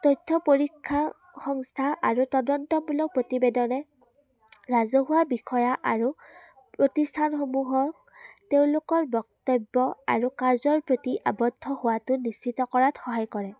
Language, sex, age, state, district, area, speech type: Assamese, female, 18-30, Assam, Udalguri, rural, spontaneous